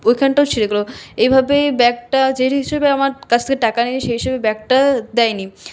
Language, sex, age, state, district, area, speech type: Bengali, female, 18-30, West Bengal, Paschim Bardhaman, urban, spontaneous